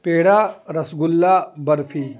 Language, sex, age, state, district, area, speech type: Urdu, male, 45-60, Bihar, Khagaria, rural, spontaneous